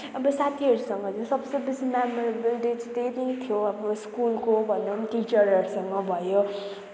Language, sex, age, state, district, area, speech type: Nepali, male, 30-45, West Bengal, Kalimpong, rural, spontaneous